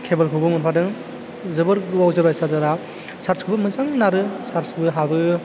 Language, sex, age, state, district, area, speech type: Bodo, male, 18-30, Assam, Chirang, urban, spontaneous